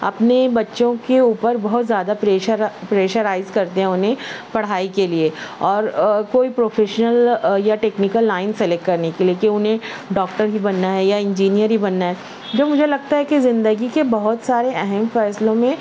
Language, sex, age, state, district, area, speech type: Urdu, female, 60+, Maharashtra, Nashik, urban, spontaneous